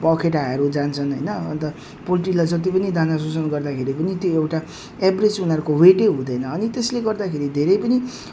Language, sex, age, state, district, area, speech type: Nepali, male, 30-45, West Bengal, Jalpaiguri, urban, spontaneous